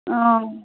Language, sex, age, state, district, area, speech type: Assamese, female, 45-60, Assam, Dibrugarh, rural, conversation